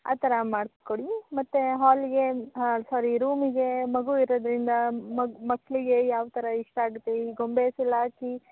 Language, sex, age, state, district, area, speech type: Kannada, female, 18-30, Karnataka, Hassan, rural, conversation